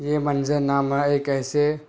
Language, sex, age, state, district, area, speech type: Urdu, male, 18-30, Bihar, Gaya, rural, spontaneous